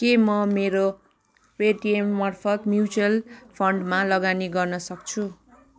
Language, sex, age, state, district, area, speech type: Nepali, female, 30-45, West Bengal, Jalpaiguri, urban, read